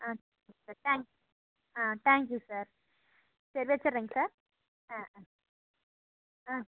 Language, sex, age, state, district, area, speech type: Tamil, female, 18-30, Tamil Nadu, Coimbatore, rural, conversation